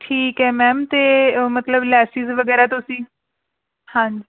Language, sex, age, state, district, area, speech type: Punjabi, female, 18-30, Punjab, Rupnagar, rural, conversation